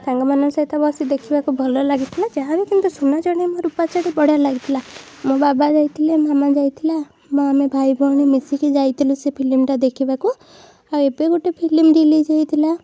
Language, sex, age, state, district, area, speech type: Odia, female, 30-45, Odisha, Puri, urban, spontaneous